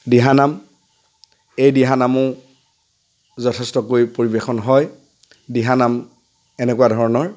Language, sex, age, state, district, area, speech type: Assamese, male, 45-60, Assam, Golaghat, urban, spontaneous